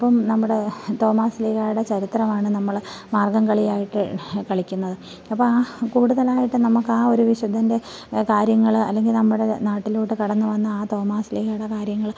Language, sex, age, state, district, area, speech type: Malayalam, female, 30-45, Kerala, Thiruvananthapuram, rural, spontaneous